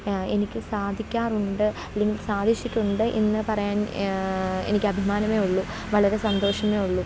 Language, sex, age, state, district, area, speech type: Malayalam, female, 18-30, Kerala, Alappuzha, rural, spontaneous